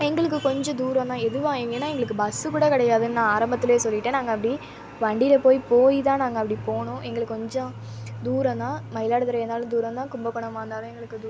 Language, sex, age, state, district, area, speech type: Tamil, female, 18-30, Tamil Nadu, Thanjavur, urban, spontaneous